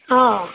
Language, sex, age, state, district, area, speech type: Gujarati, male, 60+, Gujarat, Aravalli, urban, conversation